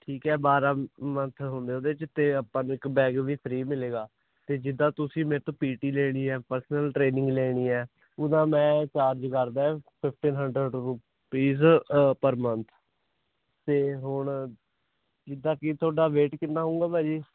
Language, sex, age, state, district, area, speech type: Punjabi, male, 18-30, Punjab, Hoshiarpur, rural, conversation